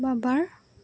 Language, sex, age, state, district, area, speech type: Assamese, female, 18-30, Assam, Goalpara, urban, spontaneous